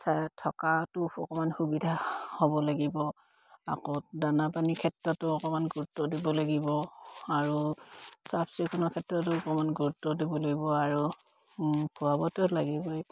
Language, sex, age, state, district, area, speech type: Assamese, female, 45-60, Assam, Dibrugarh, rural, spontaneous